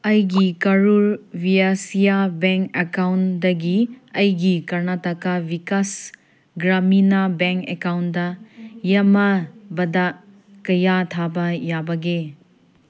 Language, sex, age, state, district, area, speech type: Manipuri, female, 30-45, Manipur, Senapati, urban, read